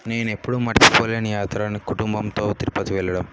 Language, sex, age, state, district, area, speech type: Telugu, male, 30-45, Telangana, Sangareddy, urban, spontaneous